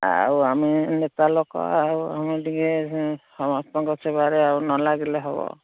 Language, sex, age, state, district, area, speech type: Odia, female, 60+, Odisha, Jharsuguda, rural, conversation